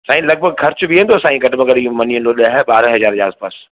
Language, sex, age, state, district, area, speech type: Sindhi, male, 30-45, Madhya Pradesh, Katni, urban, conversation